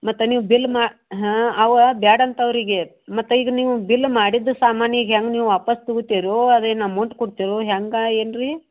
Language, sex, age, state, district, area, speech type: Kannada, female, 60+, Karnataka, Belgaum, rural, conversation